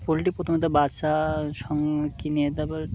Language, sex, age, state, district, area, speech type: Bengali, male, 30-45, West Bengal, Birbhum, urban, spontaneous